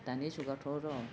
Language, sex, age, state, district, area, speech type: Bodo, female, 45-60, Assam, Udalguri, urban, spontaneous